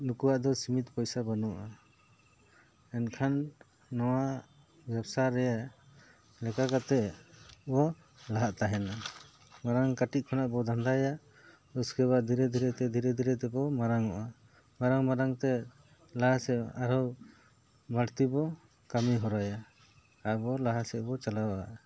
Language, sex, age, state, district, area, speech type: Santali, male, 45-60, Jharkhand, Bokaro, rural, spontaneous